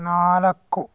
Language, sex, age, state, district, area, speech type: Kannada, male, 45-60, Karnataka, Bangalore Rural, rural, read